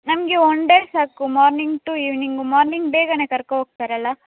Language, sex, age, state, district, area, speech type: Kannada, female, 18-30, Karnataka, Mandya, rural, conversation